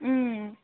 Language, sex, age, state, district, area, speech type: Tamil, female, 30-45, Tamil Nadu, Tirunelveli, urban, conversation